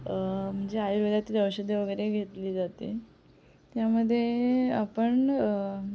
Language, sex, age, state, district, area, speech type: Marathi, female, 18-30, Maharashtra, Sindhudurg, rural, spontaneous